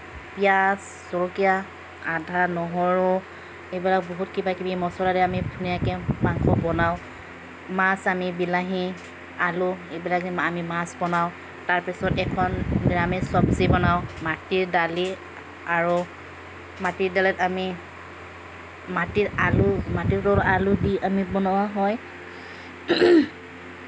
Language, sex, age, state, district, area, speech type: Assamese, female, 18-30, Assam, Kamrup Metropolitan, urban, spontaneous